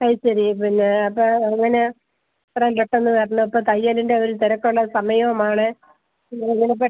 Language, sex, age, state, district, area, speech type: Malayalam, female, 60+, Kerala, Kollam, rural, conversation